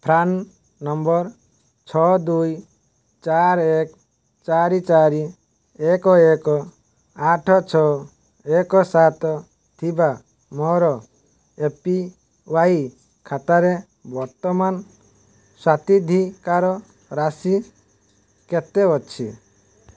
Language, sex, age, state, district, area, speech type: Odia, male, 30-45, Odisha, Balasore, rural, read